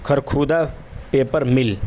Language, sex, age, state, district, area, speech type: Urdu, male, 18-30, Uttar Pradesh, Saharanpur, urban, spontaneous